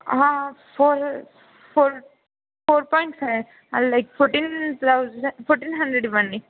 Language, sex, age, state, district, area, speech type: Telugu, female, 18-30, Telangana, Mulugu, urban, conversation